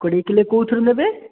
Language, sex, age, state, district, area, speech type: Odia, male, 18-30, Odisha, Khordha, rural, conversation